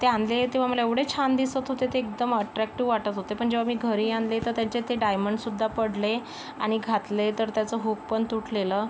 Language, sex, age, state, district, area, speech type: Marathi, female, 60+, Maharashtra, Yavatmal, rural, spontaneous